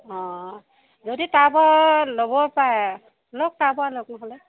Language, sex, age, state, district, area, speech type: Assamese, female, 60+, Assam, Morigaon, rural, conversation